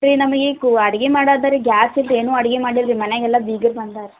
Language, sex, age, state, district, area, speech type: Kannada, female, 18-30, Karnataka, Gulbarga, urban, conversation